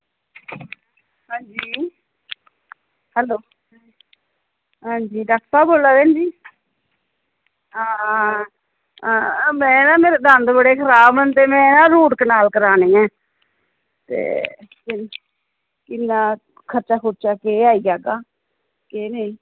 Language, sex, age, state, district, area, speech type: Dogri, female, 30-45, Jammu and Kashmir, Reasi, rural, conversation